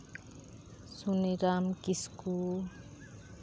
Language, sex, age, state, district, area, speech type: Santali, female, 30-45, West Bengal, Uttar Dinajpur, rural, spontaneous